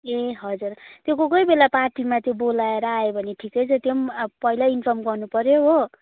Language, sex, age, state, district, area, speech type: Nepali, female, 18-30, West Bengal, Darjeeling, rural, conversation